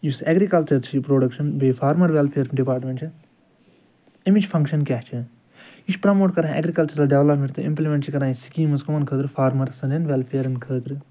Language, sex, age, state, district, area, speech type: Kashmiri, male, 60+, Jammu and Kashmir, Ganderbal, urban, spontaneous